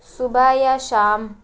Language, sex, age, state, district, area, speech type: Urdu, female, 45-60, Uttar Pradesh, Lucknow, rural, read